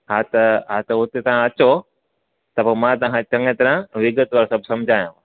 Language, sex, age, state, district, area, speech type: Sindhi, male, 30-45, Gujarat, Junagadh, rural, conversation